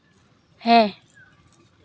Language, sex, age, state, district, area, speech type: Santali, female, 18-30, West Bengal, Uttar Dinajpur, rural, read